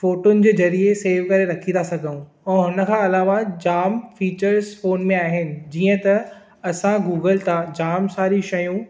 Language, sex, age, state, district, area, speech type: Sindhi, male, 18-30, Maharashtra, Thane, urban, spontaneous